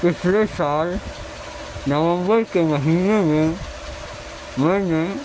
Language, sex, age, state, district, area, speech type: Urdu, male, 30-45, Delhi, Central Delhi, urban, spontaneous